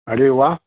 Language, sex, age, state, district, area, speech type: Marathi, male, 60+, Maharashtra, Thane, rural, conversation